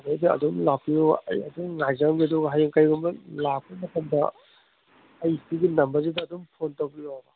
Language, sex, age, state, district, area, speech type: Manipuri, male, 30-45, Manipur, Kangpokpi, urban, conversation